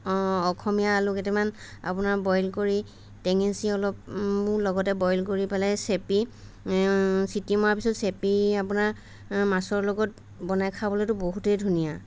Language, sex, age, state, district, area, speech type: Assamese, female, 30-45, Assam, Lakhimpur, rural, spontaneous